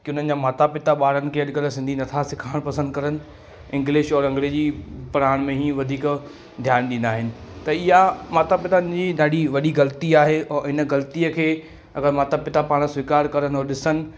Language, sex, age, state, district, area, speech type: Sindhi, male, 18-30, Madhya Pradesh, Katni, urban, spontaneous